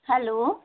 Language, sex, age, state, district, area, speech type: Nepali, female, 30-45, West Bengal, Jalpaiguri, urban, conversation